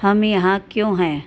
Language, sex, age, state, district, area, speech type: Hindi, female, 30-45, Uttar Pradesh, Mirzapur, rural, read